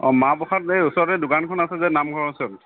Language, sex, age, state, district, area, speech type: Assamese, male, 30-45, Assam, Charaideo, urban, conversation